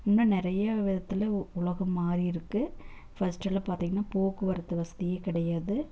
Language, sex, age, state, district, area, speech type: Tamil, female, 30-45, Tamil Nadu, Erode, rural, spontaneous